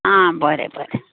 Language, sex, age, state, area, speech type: Goan Konkani, female, 45-60, Maharashtra, urban, conversation